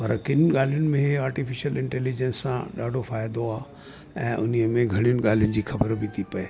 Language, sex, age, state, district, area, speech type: Sindhi, male, 60+, Delhi, South Delhi, urban, spontaneous